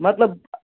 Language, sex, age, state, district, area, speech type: Kashmiri, male, 18-30, Jammu and Kashmir, Baramulla, rural, conversation